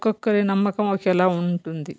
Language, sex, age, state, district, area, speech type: Telugu, female, 30-45, Telangana, Bhadradri Kothagudem, urban, spontaneous